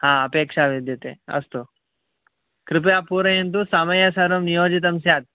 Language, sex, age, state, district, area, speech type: Sanskrit, male, 18-30, Kerala, Palakkad, urban, conversation